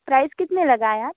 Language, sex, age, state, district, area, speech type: Hindi, female, 30-45, Madhya Pradesh, Balaghat, rural, conversation